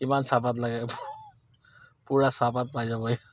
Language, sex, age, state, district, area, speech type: Assamese, male, 30-45, Assam, Dibrugarh, urban, spontaneous